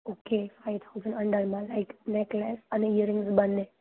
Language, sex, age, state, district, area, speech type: Gujarati, female, 18-30, Gujarat, Junagadh, urban, conversation